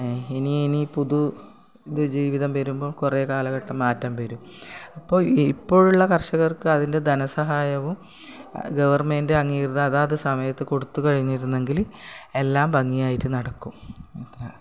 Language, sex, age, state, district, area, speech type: Malayalam, female, 45-60, Kerala, Kasaragod, rural, spontaneous